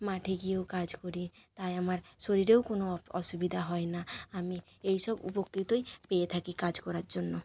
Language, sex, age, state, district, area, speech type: Bengali, female, 30-45, West Bengal, Jhargram, rural, spontaneous